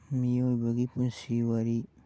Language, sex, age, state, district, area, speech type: Manipuri, male, 18-30, Manipur, Churachandpur, rural, read